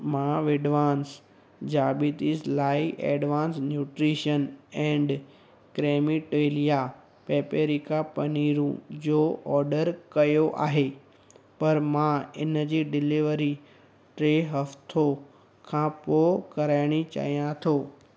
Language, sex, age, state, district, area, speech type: Sindhi, male, 18-30, Gujarat, Surat, urban, read